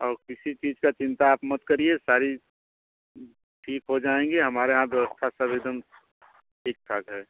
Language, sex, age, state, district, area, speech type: Hindi, male, 30-45, Uttar Pradesh, Bhadohi, rural, conversation